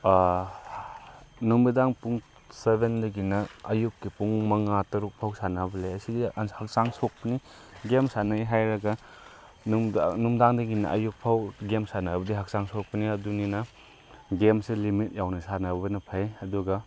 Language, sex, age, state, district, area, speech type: Manipuri, male, 18-30, Manipur, Chandel, rural, spontaneous